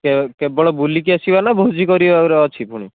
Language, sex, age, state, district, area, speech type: Odia, male, 18-30, Odisha, Kendujhar, urban, conversation